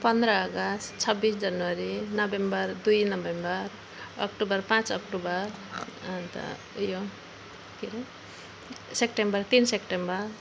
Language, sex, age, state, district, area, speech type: Nepali, female, 45-60, West Bengal, Alipurduar, urban, spontaneous